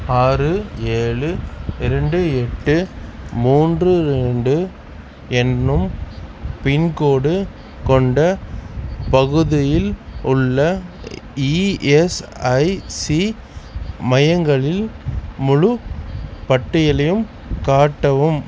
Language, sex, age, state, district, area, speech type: Tamil, male, 60+, Tamil Nadu, Mayiladuthurai, rural, read